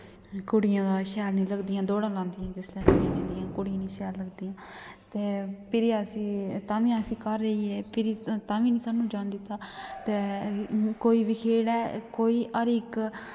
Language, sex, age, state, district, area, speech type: Dogri, female, 18-30, Jammu and Kashmir, Kathua, rural, spontaneous